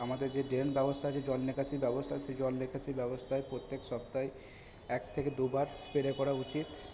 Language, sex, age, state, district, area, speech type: Bengali, male, 30-45, West Bengal, Purba Bardhaman, rural, spontaneous